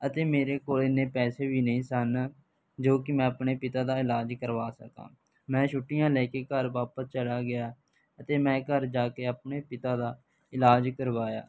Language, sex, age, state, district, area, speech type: Punjabi, male, 18-30, Punjab, Barnala, rural, spontaneous